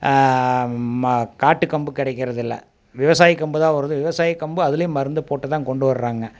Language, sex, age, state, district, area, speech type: Tamil, male, 45-60, Tamil Nadu, Coimbatore, rural, spontaneous